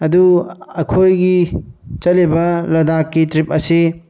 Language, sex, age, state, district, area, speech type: Manipuri, male, 18-30, Manipur, Bishnupur, rural, spontaneous